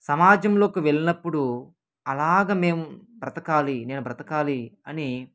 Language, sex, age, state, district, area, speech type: Telugu, male, 18-30, Andhra Pradesh, Kadapa, rural, spontaneous